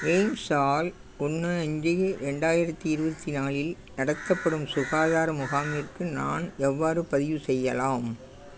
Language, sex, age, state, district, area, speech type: Tamil, female, 60+, Tamil Nadu, Thanjavur, urban, read